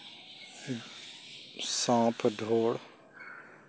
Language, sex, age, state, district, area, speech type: Maithili, male, 45-60, Bihar, Araria, rural, spontaneous